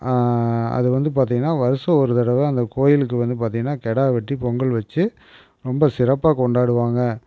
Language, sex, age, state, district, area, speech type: Tamil, male, 45-60, Tamil Nadu, Erode, rural, spontaneous